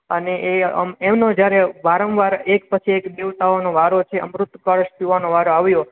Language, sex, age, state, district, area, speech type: Gujarati, male, 18-30, Gujarat, Anand, urban, conversation